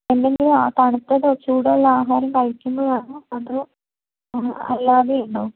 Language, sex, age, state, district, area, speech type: Malayalam, female, 18-30, Kerala, Wayanad, rural, conversation